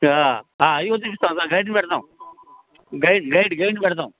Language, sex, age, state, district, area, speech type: Telugu, male, 60+, Andhra Pradesh, Guntur, urban, conversation